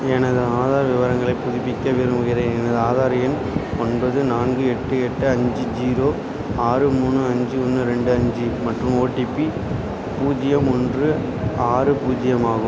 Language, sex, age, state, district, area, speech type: Tamil, male, 18-30, Tamil Nadu, Perambalur, urban, read